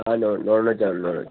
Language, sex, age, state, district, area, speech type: Malayalam, female, 18-30, Kerala, Kozhikode, urban, conversation